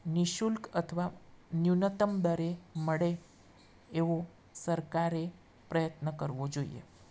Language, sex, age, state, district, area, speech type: Gujarati, female, 30-45, Gujarat, Anand, urban, spontaneous